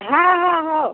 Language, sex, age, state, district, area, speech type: Marathi, female, 45-60, Maharashtra, Washim, rural, conversation